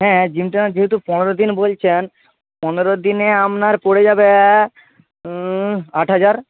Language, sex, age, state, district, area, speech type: Bengali, male, 30-45, West Bengal, Jhargram, rural, conversation